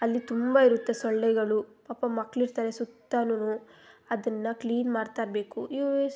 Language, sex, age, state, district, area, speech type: Kannada, female, 18-30, Karnataka, Kolar, rural, spontaneous